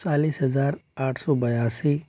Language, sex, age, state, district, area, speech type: Hindi, male, 45-60, Rajasthan, Jaipur, urban, spontaneous